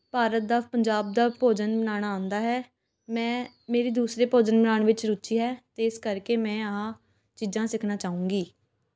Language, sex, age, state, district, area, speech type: Punjabi, female, 18-30, Punjab, Patiala, urban, spontaneous